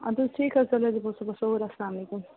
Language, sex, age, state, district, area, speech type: Kashmiri, female, 18-30, Jammu and Kashmir, Bandipora, rural, conversation